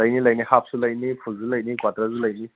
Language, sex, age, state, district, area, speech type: Manipuri, male, 30-45, Manipur, Kangpokpi, urban, conversation